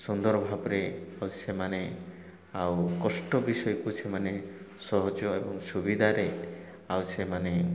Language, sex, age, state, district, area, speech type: Odia, male, 30-45, Odisha, Koraput, urban, spontaneous